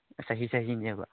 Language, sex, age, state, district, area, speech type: Manipuri, male, 18-30, Manipur, Kangpokpi, urban, conversation